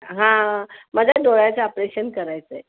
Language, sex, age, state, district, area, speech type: Marathi, female, 30-45, Maharashtra, Buldhana, rural, conversation